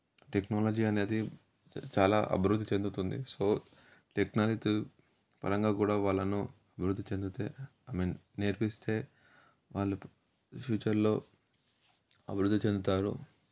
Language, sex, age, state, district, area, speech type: Telugu, male, 30-45, Telangana, Yadadri Bhuvanagiri, rural, spontaneous